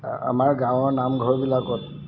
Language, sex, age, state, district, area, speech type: Assamese, male, 60+, Assam, Golaghat, urban, spontaneous